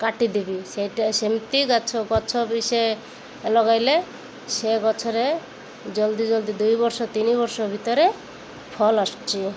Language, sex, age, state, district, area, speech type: Odia, female, 30-45, Odisha, Malkangiri, urban, spontaneous